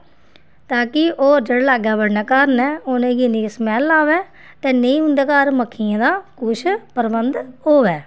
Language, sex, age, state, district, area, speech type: Dogri, female, 30-45, Jammu and Kashmir, Kathua, rural, spontaneous